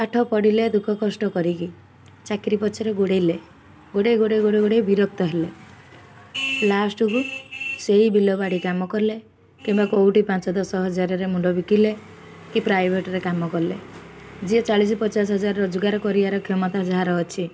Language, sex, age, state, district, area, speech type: Odia, female, 18-30, Odisha, Jagatsinghpur, urban, spontaneous